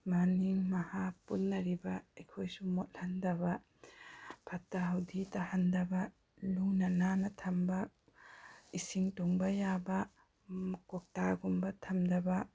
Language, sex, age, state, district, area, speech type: Manipuri, female, 30-45, Manipur, Tengnoupal, rural, spontaneous